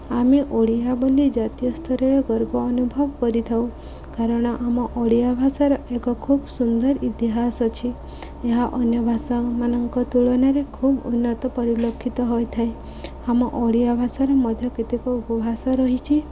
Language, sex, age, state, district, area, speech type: Odia, female, 30-45, Odisha, Subarnapur, urban, spontaneous